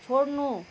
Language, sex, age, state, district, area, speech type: Nepali, female, 30-45, West Bengal, Kalimpong, rural, read